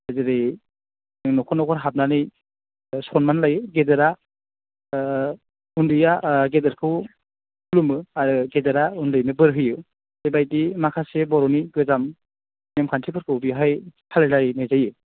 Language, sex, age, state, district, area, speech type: Bodo, male, 18-30, Assam, Baksa, rural, conversation